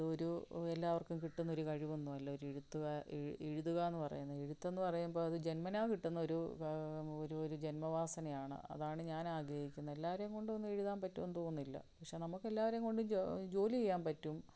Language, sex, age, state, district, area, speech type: Malayalam, female, 45-60, Kerala, Palakkad, rural, spontaneous